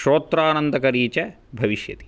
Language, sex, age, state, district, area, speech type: Sanskrit, male, 18-30, Karnataka, Bangalore Urban, urban, spontaneous